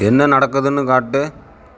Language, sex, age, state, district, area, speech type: Tamil, male, 60+, Tamil Nadu, Sivaganga, urban, read